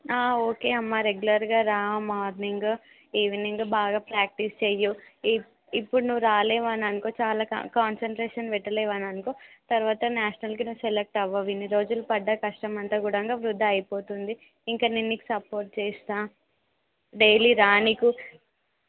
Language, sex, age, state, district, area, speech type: Telugu, female, 18-30, Telangana, Nalgonda, rural, conversation